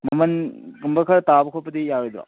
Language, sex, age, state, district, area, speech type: Manipuri, male, 18-30, Manipur, Churachandpur, rural, conversation